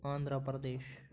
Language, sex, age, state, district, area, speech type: Kashmiri, male, 18-30, Jammu and Kashmir, Pulwama, rural, spontaneous